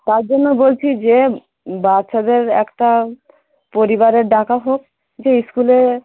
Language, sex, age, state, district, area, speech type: Bengali, female, 18-30, West Bengal, Dakshin Dinajpur, urban, conversation